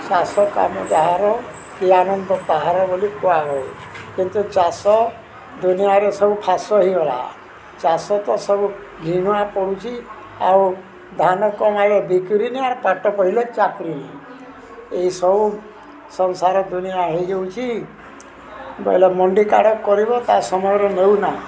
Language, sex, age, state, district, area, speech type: Odia, male, 60+, Odisha, Balangir, urban, spontaneous